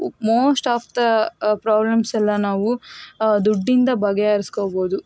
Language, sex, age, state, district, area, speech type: Kannada, female, 30-45, Karnataka, Davanagere, rural, spontaneous